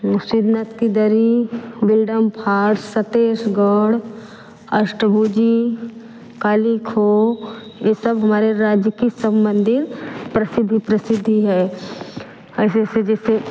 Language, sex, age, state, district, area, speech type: Hindi, female, 30-45, Uttar Pradesh, Varanasi, rural, spontaneous